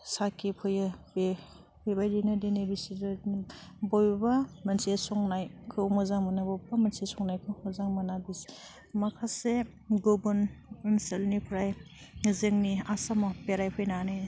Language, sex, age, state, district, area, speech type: Bodo, female, 18-30, Assam, Udalguri, urban, spontaneous